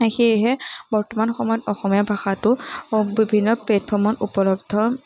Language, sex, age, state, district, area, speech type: Assamese, female, 18-30, Assam, Majuli, urban, spontaneous